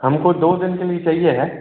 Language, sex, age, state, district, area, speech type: Hindi, male, 18-30, Madhya Pradesh, Jabalpur, urban, conversation